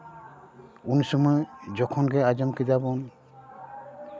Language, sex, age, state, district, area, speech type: Santali, male, 60+, West Bengal, Paschim Bardhaman, urban, spontaneous